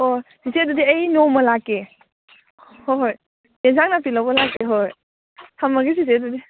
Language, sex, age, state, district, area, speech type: Manipuri, female, 18-30, Manipur, Kakching, rural, conversation